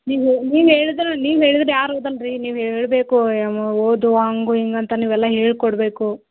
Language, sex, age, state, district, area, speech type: Kannada, female, 18-30, Karnataka, Gulbarga, rural, conversation